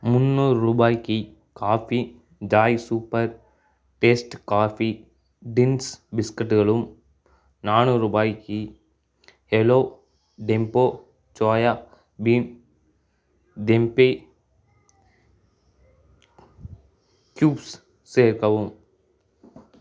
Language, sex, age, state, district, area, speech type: Tamil, male, 30-45, Tamil Nadu, Tiruchirappalli, rural, read